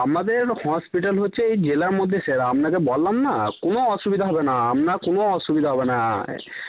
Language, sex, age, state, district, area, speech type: Bengali, male, 18-30, West Bengal, Cooch Behar, rural, conversation